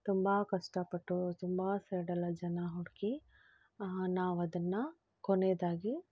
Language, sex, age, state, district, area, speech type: Kannada, female, 30-45, Karnataka, Udupi, rural, spontaneous